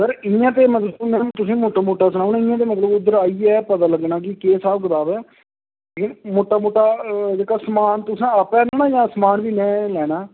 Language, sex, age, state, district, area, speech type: Dogri, male, 30-45, Jammu and Kashmir, Reasi, urban, conversation